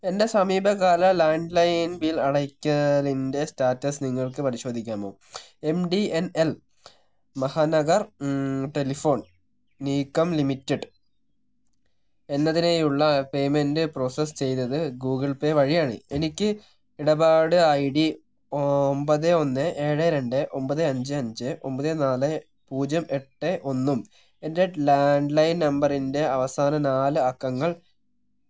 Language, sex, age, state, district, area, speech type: Malayalam, male, 18-30, Kerala, Wayanad, rural, read